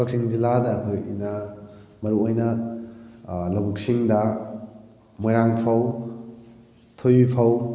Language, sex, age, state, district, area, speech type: Manipuri, male, 18-30, Manipur, Kakching, rural, spontaneous